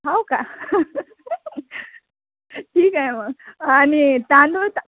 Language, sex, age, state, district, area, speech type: Marathi, female, 18-30, Maharashtra, Amravati, rural, conversation